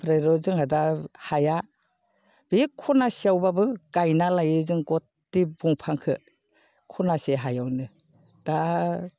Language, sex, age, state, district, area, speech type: Bodo, female, 60+, Assam, Baksa, urban, spontaneous